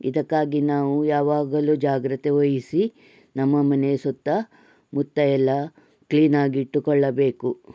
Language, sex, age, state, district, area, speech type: Kannada, female, 60+, Karnataka, Udupi, rural, spontaneous